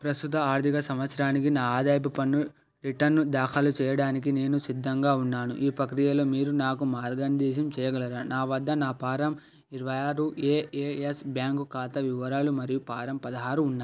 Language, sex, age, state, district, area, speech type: Telugu, male, 18-30, Andhra Pradesh, Krishna, urban, read